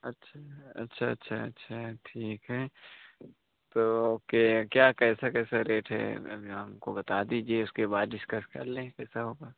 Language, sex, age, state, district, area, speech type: Hindi, male, 18-30, Uttar Pradesh, Pratapgarh, rural, conversation